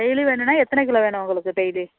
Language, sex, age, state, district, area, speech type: Tamil, female, 30-45, Tamil Nadu, Nagapattinam, urban, conversation